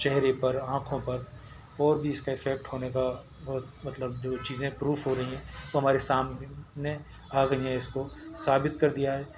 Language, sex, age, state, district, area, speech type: Urdu, male, 60+, Telangana, Hyderabad, urban, spontaneous